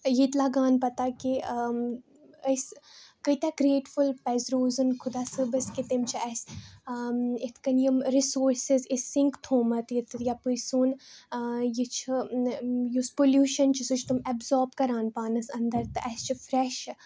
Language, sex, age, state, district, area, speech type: Kashmiri, female, 18-30, Jammu and Kashmir, Baramulla, rural, spontaneous